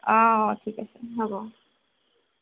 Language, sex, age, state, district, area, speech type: Assamese, female, 18-30, Assam, Golaghat, rural, conversation